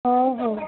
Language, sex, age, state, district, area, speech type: Odia, female, 30-45, Odisha, Cuttack, urban, conversation